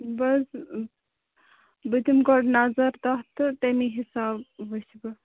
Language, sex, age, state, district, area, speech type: Kashmiri, female, 18-30, Jammu and Kashmir, Ganderbal, rural, conversation